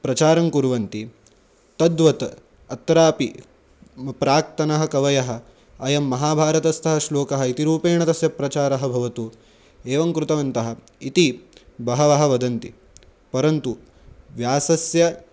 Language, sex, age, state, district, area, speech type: Sanskrit, male, 18-30, Maharashtra, Nashik, urban, spontaneous